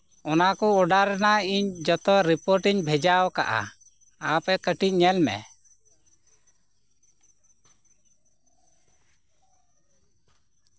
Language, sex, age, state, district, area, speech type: Santali, male, 30-45, West Bengal, Purba Bardhaman, rural, spontaneous